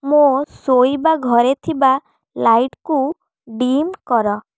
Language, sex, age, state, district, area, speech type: Odia, female, 18-30, Odisha, Kalahandi, rural, read